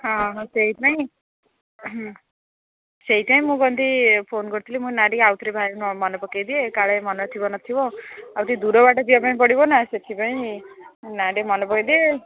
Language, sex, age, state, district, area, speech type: Odia, female, 60+, Odisha, Jharsuguda, rural, conversation